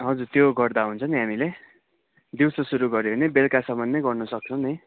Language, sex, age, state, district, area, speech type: Nepali, male, 30-45, West Bengal, Darjeeling, rural, conversation